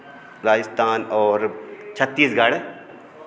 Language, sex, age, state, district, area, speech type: Hindi, male, 45-60, Madhya Pradesh, Hoshangabad, urban, spontaneous